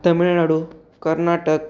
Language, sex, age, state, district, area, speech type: Marathi, male, 18-30, Maharashtra, Raigad, rural, spontaneous